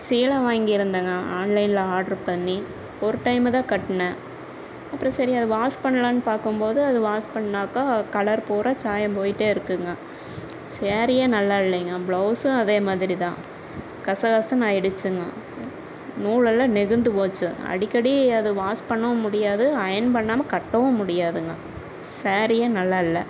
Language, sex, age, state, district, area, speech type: Tamil, female, 45-60, Tamil Nadu, Erode, rural, spontaneous